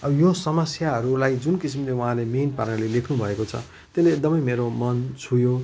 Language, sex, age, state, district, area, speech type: Nepali, male, 45-60, West Bengal, Jalpaiguri, rural, spontaneous